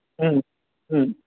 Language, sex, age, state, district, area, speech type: Bengali, male, 30-45, West Bengal, Purba Bardhaman, urban, conversation